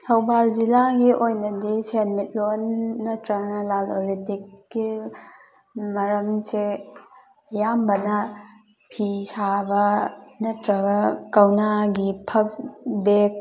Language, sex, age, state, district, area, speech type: Manipuri, female, 18-30, Manipur, Thoubal, rural, spontaneous